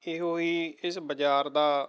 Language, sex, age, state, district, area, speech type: Punjabi, male, 30-45, Punjab, Mohali, rural, spontaneous